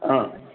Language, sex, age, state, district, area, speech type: Manipuri, male, 60+, Manipur, Imphal East, rural, conversation